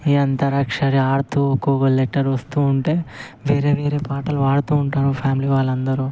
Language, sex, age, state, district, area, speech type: Telugu, male, 18-30, Telangana, Ranga Reddy, urban, spontaneous